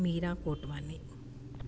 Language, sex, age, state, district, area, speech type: Sindhi, female, 60+, Delhi, South Delhi, urban, spontaneous